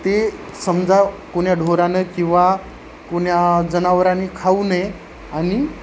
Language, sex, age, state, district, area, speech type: Marathi, male, 30-45, Maharashtra, Nanded, urban, spontaneous